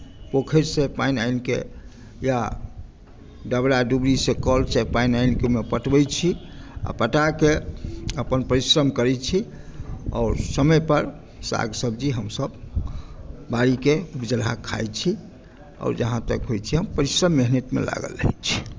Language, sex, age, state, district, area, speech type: Maithili, male, 45-60, Bihar, Madhubani, rural, spontaneous